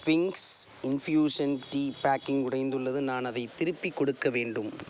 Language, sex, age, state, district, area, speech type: Tamil, male, 30-45, Tamil Nadu, Tiruvarur, rural, read